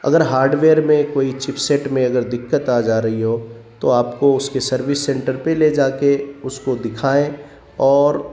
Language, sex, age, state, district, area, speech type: Urdu, male, 30-45, Bihar, Khagaria, rural, spontaneous